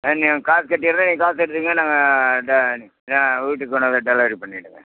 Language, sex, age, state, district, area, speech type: Tamil, male, 60+, Tamil Nadu, Perambalur, rural, conversation